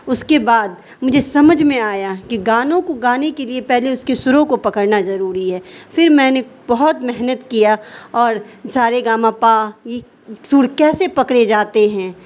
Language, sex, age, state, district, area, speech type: Urdu, female, 18-30, Bihar, Darbhanga, rural, spontaneous